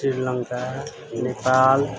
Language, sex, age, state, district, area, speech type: Nepali, male, 45-60, West Bengal, Jalpaiguri, urban, spontaneous